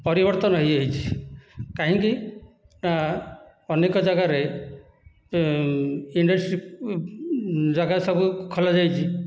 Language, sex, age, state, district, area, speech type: Odia, male, 60+, Odisha, Dhenkanal, rural, spontaneous